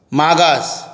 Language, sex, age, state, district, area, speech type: Goan Konkani, male, 18-30, Goa, Bardez, urban, read